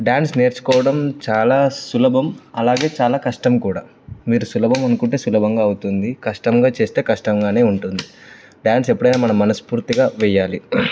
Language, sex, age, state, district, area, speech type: Telugu, male, 18-30, Telangana, Karimnagar, rural, spontaneous